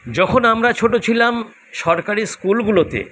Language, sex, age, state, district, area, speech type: Bengali, male, 60+, West Bengal, Kolkata, urban, spontaneous